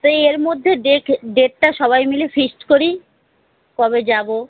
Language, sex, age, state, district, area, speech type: Bengali, female, 30-45, West Bengal, Alipurduar, rural, conversation